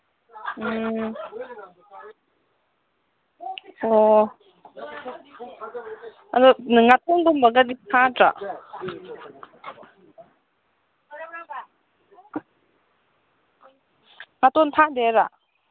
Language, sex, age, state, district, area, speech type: Manipuri, female, 18-30, Manipur, Kangpokpi, urban, conversation